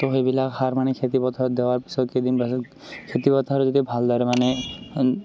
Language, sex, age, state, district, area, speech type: Assamese, male, 18-30, Assam, Barpeta, rural, spontaneous